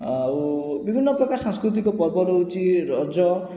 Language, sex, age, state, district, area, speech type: Odia, male, 18-30, Odisha, Jajpur, rural, spontaneous